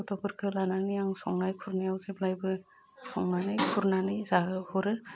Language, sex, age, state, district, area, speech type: Bodo, female, 30-45, Assam, Udalguri, urban, spontaneous